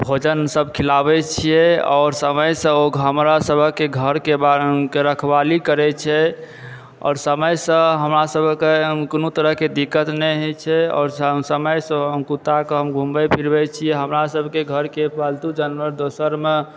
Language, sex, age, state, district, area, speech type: Maithili, male, 30-45, Bihar, Supaul, urban, spontaneous